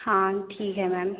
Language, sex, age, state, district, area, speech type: Hindi, female, 18-30, Madhya Pradesh, Hoshangabad, rural, conversation